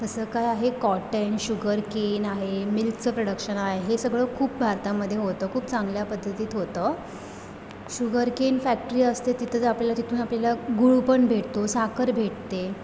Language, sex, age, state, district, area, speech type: Marathi, female, 18-30, Maharashtra, Mumbai Suburban, urban, spontaneous